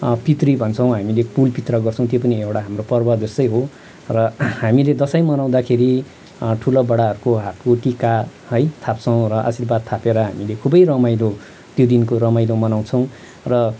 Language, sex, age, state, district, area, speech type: Nepali, male, 45-60, West Bengal, Kalimpong, rural, spontaneous